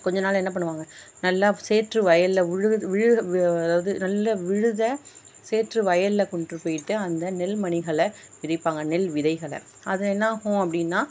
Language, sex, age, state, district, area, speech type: Tamil, female, 60+, Tamil Nadu, Mayiladuthurai, rural, spontaneous